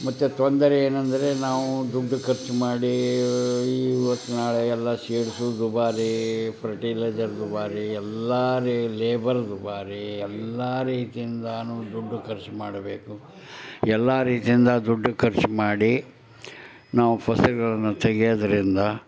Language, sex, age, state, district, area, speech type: Kannada, male, 60+, Karnataka, Koppal, rural, spontaneous